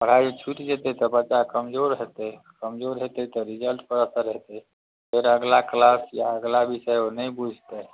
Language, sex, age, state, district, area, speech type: Maithili, male, 30-45, Bihar, Muzaffarpur, urban, conversation